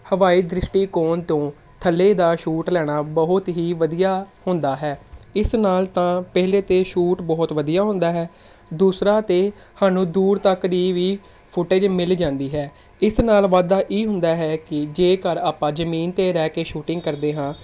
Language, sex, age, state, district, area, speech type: Punjabi, female, 18-30, Punjab, Tarn Taran, urban, spontaneous